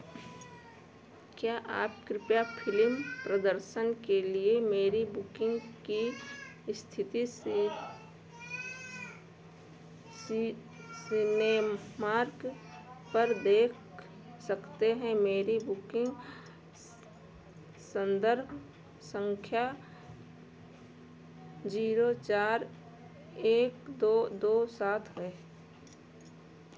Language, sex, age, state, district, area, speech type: Hindi, female, 60+, Uttar Pradesh, Ayodhya, urban, read